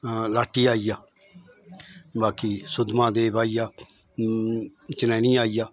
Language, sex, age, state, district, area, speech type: Dogri, male, 60+, Jammu and Kashmir, Udhampur, rural, spontaneous